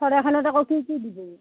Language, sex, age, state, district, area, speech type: Assamese, female, 60+, Assam, Darrang, rural, conversation